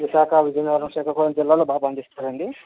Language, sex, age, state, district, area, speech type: Telugu, male, 60+, Andhra Pradesh, Vizianagaram, rural, conversation